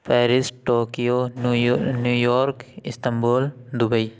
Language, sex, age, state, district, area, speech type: Urdu, male, 45-60, Uttar Pradesh, Lucknow, urban, spontaneous